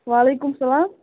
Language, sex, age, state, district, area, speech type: Kashmiri, female, 45-60, Jammu and Kashmir, Bandipora, urban, conversation